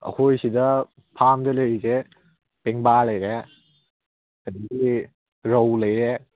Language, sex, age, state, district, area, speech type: Manipuri, male, 18-30, Manipur, Kakching, rural, conversation